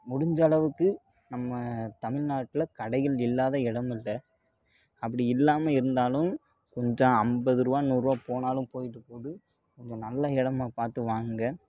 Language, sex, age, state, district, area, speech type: Tamil, male, 18-30, Tamil Nadu, Tiruppur, rural, spontaneous